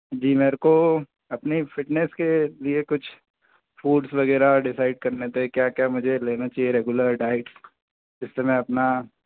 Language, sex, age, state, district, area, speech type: Hindi, male, 18-30, Madhya Pradesh, Bhopal, urban, conversation